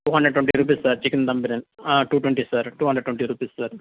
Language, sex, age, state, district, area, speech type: Telugu, male, 30-45, Andhra Pradesh, Nellore, urban, conversation